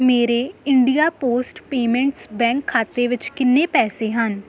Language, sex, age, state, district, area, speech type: Punjabi, female, 18-30, Punjab, Hoshiarpur, rural, read